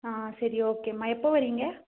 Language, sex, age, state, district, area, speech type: Tamil, female, 18-30, Tamil Nadu, Nilgiris, urban, conversation